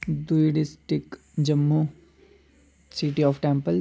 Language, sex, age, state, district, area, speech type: Dogri, male, 18-30, Jammu and Kashmir, Udhampur, rural, spontaneous